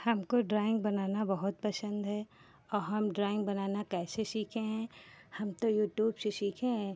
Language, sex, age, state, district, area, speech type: Hindi, female, 30-45, Uttar Pradesh, Hardoi, rural, spontaneous